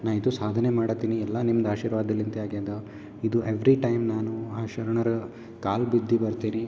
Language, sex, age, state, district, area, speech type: Kannada, male, 18-30, Karnataka, Gulbarga, urban, spontaneous